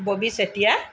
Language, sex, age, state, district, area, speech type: Assamese, female, 60+, Assam, Tinsukia, urban, spontaneous